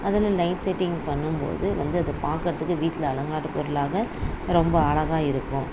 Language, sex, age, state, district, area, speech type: Tamil, female, 30-45, Tamil Nadu, Dharmapuri, rural, spontaneous